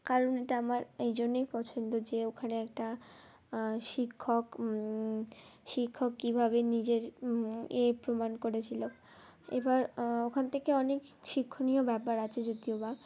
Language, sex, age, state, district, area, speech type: Bengali, female, 18-30, West Bengal, Uttar Dinajpur, urban, spontaneous